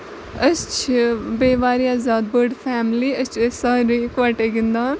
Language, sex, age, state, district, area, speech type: Kashmiri, female, 18-30, Jammu and Kashmir, Ganderbal, rural, spontaneous